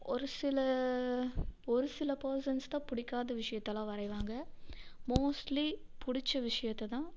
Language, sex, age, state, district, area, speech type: Tamil, female, 18-30, Tamil Nadu, Namakkal, rural, spontaneous